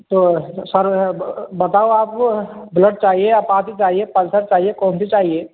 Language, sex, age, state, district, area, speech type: Hindi, male, 18-30, Rajasthan, Bharatpur, rural, conversation